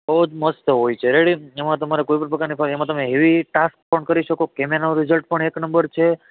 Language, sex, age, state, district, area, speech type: Gujarati, male, 30-45, Gujarat, Rajkot, rural, conversation